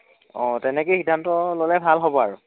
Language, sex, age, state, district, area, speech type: Assamese, male, 18-30, Assam, Dhemaji, urban, conversation